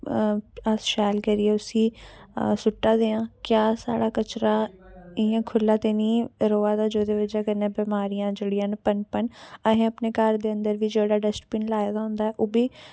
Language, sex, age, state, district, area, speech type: Dogri, female, 18-30, Jammu and Kashmir, Samba, urban, spontaneous